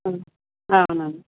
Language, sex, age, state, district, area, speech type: Telugu, female, 30-45, Telangana, Medak, urban, conversation